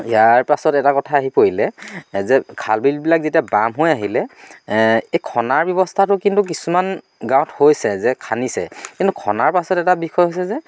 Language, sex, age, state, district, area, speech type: Assamese, male, 30-45, Assam, Dhemaji, rural, spontaneous